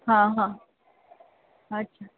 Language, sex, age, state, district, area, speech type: Marathi, female, 30-45, Maharashtra, Ahmednagar, urban, conversation